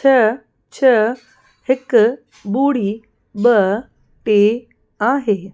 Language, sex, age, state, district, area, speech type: Sindhi, female, 30-45, Gujarat, Kutch, rural, read